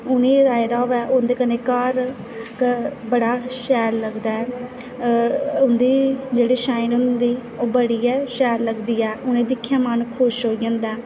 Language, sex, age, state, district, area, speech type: Dogri, female, 18-30, Jammu and Kashmir, Kathua, rural, spontaneous